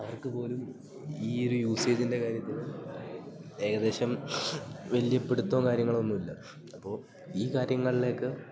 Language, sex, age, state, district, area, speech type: Malayalam, male, 18-30, Kerala, Idukki, rural, spontaneous